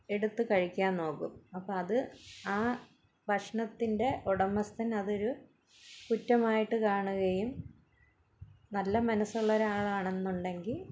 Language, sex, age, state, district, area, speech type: Malayalam, female, 30-45, Kerala, Thiruvananthapuram, rural, spontaneous